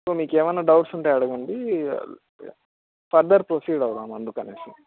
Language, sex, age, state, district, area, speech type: Telugu, male, 30-45, Andhra Pradesh, Anantapur, urban, conversation